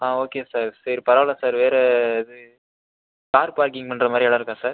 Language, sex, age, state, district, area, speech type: Tamil, male, 30-45, Tamil Nadu, Pudukkottai, rural, conversation